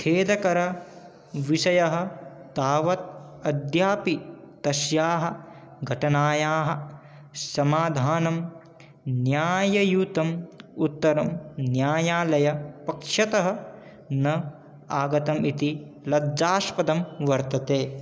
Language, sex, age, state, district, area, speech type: Sanskrit, male, 18-30, Manipur, Kangpokpi, rural, spontaneous